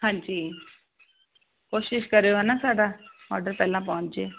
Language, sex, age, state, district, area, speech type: Punjabi, female, 18-30, Punjab, Fazilka, rural, conversation